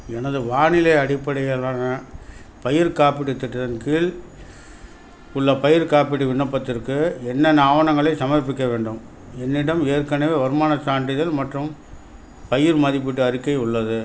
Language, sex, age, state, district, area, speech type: Tamil, male, 60+, Tamil Nadu, Perambalur, rural, read